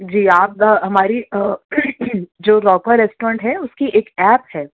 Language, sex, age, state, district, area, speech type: Urdu, female, 18-30, Uttar Pradesh, Ghaziabad, urban, conversation